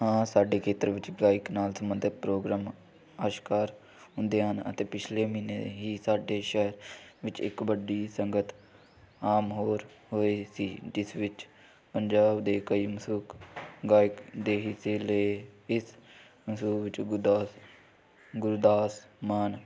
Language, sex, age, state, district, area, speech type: Punjabi, male, 18-30, Punjab, Hoshiarpur, rural, spontaneous